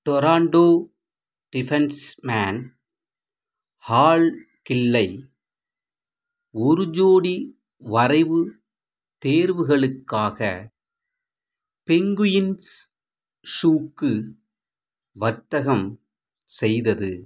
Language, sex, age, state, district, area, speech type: Tamil, male, 45-60, Tamil Nadu, Madurai, rural, read